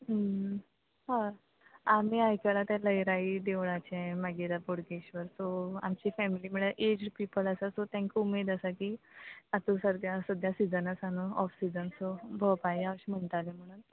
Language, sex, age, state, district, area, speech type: Goan Konkani, female, 30-45, Goa, Quepem, rural, conversation